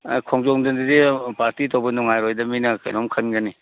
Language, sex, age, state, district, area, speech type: Manipuri, male, 60+, Manipur, Imphal East, urban, conversation